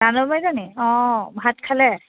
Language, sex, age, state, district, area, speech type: Assamese, female, 30-45, Assam, Charaideo, rural, conversation